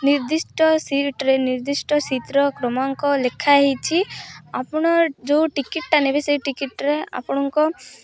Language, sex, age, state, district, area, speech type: Odia, female, 18-30, Odisha, Malkangiri, urban, spontaneous